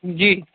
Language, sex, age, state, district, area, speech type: Urdu, male, 30-45, Delhi, North West Delhi, urban, conversation